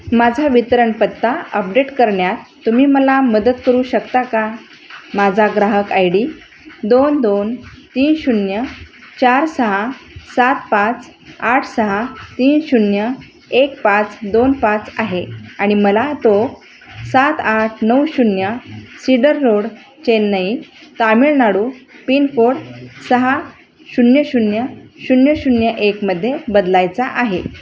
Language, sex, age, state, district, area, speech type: Marathi, female, 45-60, Maharashtra, Osmanabad, rural, read